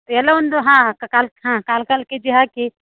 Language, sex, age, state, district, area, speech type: Kannada, female, 30-45, Karnataka, Uttara Kannada, rural, conversation